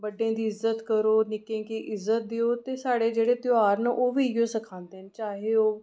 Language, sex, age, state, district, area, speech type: Dogri, female, 30-45, Jammu and Kashmir, Reasi, urban, spontaneous